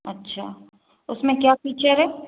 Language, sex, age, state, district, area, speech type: Hindi, female, 30-45, Madhya Pradesh, Balaghat, rural, conversation